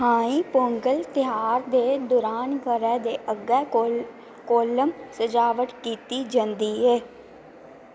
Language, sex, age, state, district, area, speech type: Dogri, female, 18-30, Jammu and Kashmir, Kathua, rural, read